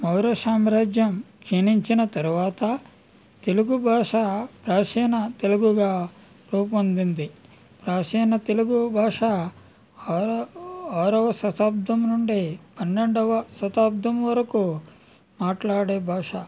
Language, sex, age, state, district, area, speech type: Telugu, male, 60+, Andhra Pradesh, West Godavari, rural, spontaneous